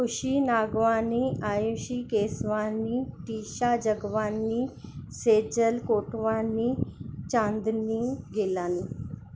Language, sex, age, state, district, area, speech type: Sindhi, female, 45-60, Madhya Pradesh, Katni, urban, spontaneous